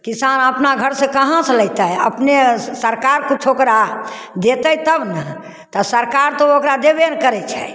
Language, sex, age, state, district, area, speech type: Maithili, female, 60+, Bihar, Begusarai, rural, spontaneous